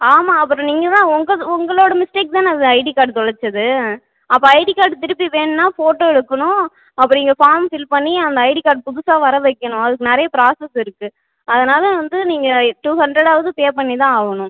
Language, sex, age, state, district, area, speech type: Tamil, female, 18-30, Tamil Nadu, Cuddalore, rural, conversation